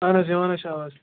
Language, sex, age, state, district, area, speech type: Kashmiri, male, 18-30, Jammu and Kashmir, Bandipora, rural, conversation